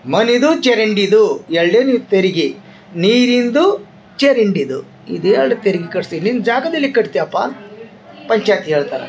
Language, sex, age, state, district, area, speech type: Kannada, male, 45-60, Karnataka, Vijayanagara, rural, spontaneous